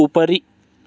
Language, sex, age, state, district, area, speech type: Sanskrit, male, 18-30, Andhra Pradesh, West Godavari, rural, read